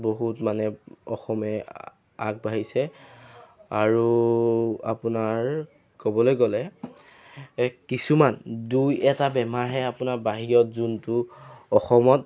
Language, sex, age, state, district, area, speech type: Assamese, male, 18-30, Assam, Jorhat, urban, spontaneous